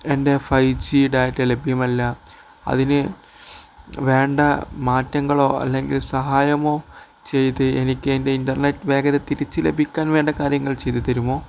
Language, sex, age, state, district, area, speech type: Malayalam, male, 18-30, Kerala, Kozhikode, rural, spontaneous